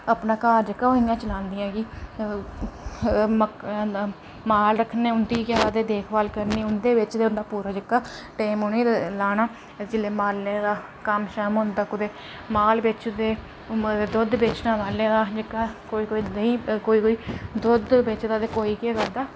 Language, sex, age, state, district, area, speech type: Dogri, male, 30-45, Jammu and Kashmir, Reasi, rural, spontaneous